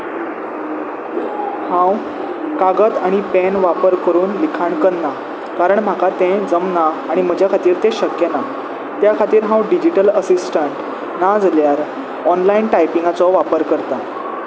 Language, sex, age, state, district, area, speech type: Goan Konkani, male, 18-30, Goa, Salcete, urban, spontaneous